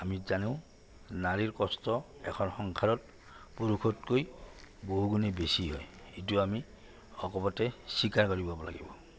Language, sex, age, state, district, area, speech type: Assamese, male, 60+, Assam, Goalpara, urban, spontaneous